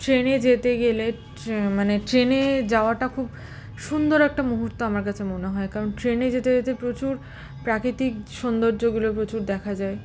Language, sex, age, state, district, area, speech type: Bengali, female, 30-45, West Bengal, Malda, rural, spontaneous